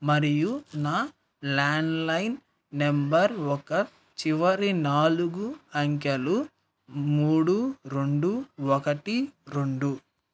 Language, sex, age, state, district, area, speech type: Telugu, male, 18-30, Andhra Pradesh, Nellore, rural, read